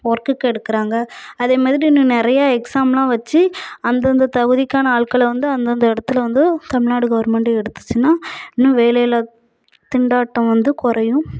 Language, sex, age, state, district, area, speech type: Tamil, female, 30-45, Tamil Nadu, Thoothukudi, urban, spontaneous